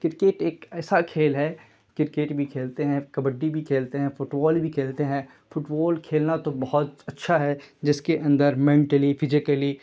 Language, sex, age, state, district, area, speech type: Urdu, male, 18-30, Bihar, Khagaria, rural, spontaneous